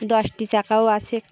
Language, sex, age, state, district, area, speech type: Bengali, female, 30-45, West Bengal, Birbhum, urban, spontaneous